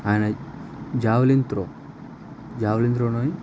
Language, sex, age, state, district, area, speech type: Telugu, male, 18-30, Andhra Pradesh, Nandyal, urban, spontaneous